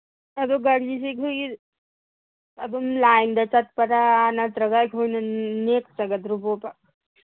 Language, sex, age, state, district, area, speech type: Manipuri, female, 30-45, Manipur, Imphal East, rural, conversation